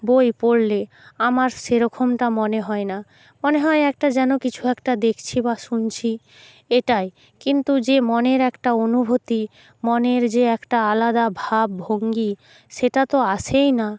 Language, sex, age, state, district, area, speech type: Bengali, female, 30-45, West Bengal, Purba Medinipur, rural, spontaneous